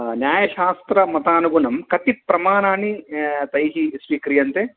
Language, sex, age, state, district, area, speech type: Sanskrit, male, 30-45, Telangana, Nizamabad, urban, conversation